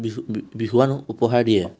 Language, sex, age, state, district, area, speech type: Assamese, male, 18-30, Assam, Tinsukia, urban, spontaneous